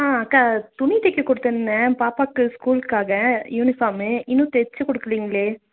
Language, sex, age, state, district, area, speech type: Tamil, female, 18-30, Tamil Nadu, Nilgiris, rural, conversation